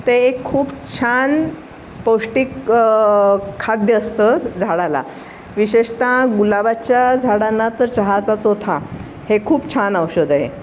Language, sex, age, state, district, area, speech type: Marathi, female, 60+, Maharashtra, Pune, urban, spontaneous